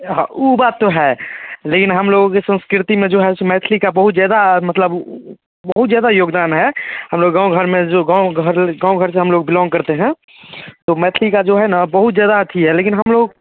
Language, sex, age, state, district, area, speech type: Hindi, male, 30-45, Bihar, Darbhanga, rural, conversation